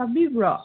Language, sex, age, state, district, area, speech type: Manipuri, female, 18-30, Manipur, Senapati, urban, conversation